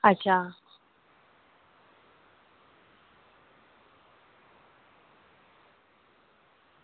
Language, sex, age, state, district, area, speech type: Dogri, female, 30-45, Jammu and Kashmir, Reasi, rural, conversation